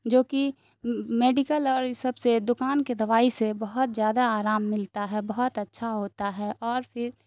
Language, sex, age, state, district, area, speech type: Urdu, female, 18-30, Bihar, Darbhanga, rural, spontaneous